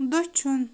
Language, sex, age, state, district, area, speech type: Kashmiri, female, 18-30, Jammu and Kashmir, Budgam, rural, read